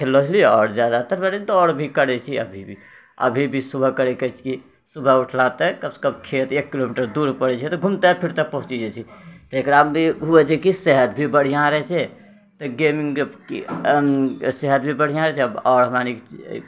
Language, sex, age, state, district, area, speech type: Maithili, male, 60+, Bihar, Purnia, urban, spontaneous